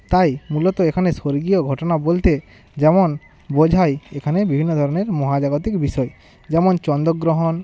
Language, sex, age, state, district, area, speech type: Bengali, male, 30-45, West Bengal, Hooghly, rural, spontaneous